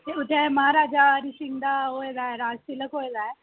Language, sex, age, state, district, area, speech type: Dogri, female, 30-45, Jammu and Kashmir, Jammu, urban, conversation